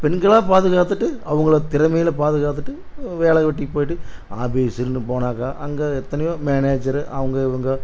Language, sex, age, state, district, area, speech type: Tamil, male, 60+, Tamil Nadu, Erode, urban, spontaneous